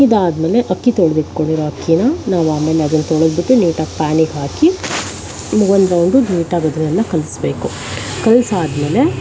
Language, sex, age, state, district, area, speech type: Kannada, female, 45-60, Karnataka, Tumkur, urban, spontaneous